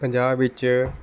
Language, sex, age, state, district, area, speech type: Punjabi, male, 18-30, Punjab, Rupnagar, urban, spontaneous